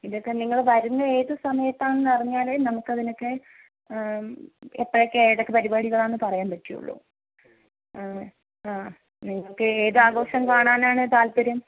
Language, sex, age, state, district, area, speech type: Malayalam, female, 45-60, Kerala, Kozhikode, urban, conversation